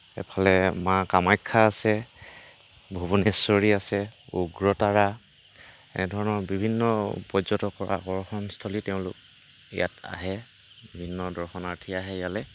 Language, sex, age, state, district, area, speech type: Assamese, male, 45-60, Assam, Kamrup Metropolitan, urban, spontaneous